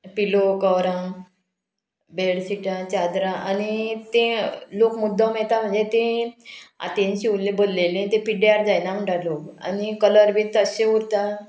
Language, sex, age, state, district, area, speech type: Goan Konkani, female, 45-60, Goa, Murmgao, rural, spontaneous